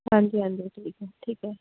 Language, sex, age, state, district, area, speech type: Punjabi, female, 30-45, Punjab, Jalandhar, rural, conversation